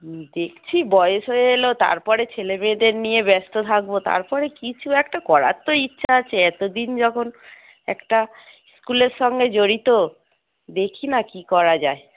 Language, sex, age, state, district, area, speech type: Bengali, female, 45-60, West Bengal, Hooghly, rural, conversation